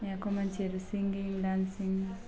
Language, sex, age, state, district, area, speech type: Nepali, female, 18-30, West Bengal, Alipurduar, urban, spontaneous